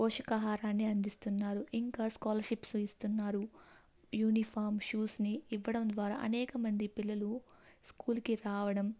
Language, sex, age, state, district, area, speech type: Telugu, female, 18-30, Andhra Pradesh, Kadapa, rural, spontaneous